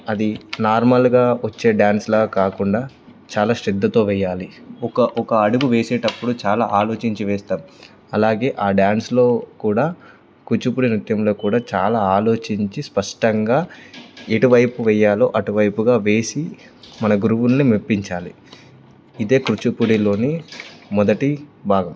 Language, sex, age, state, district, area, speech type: Telugu, male, 18-30, Telangana, Karimnagar, rural, spontaneous